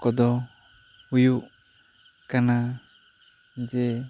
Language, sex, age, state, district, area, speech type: Santali, male, 18-30, West Bengal, Bankura, rural, spontaneous